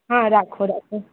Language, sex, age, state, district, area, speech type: Maithili, female, 30-45, Bihar, Sitamarhi, urban, conversation